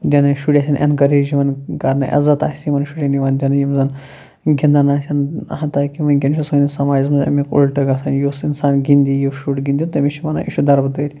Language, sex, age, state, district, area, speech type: Kashmiri, male, 30-45, Jammu and Kashmir, Shopian, rural, spontaneous